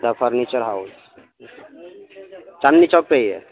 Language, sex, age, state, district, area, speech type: Urdu, male, 18-30, Bihar, Araria, rural, conversation